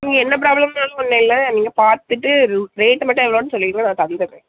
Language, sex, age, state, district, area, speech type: Tamil, female, 18-30, Tamil Nadu, Tirunelveli, rural, conversation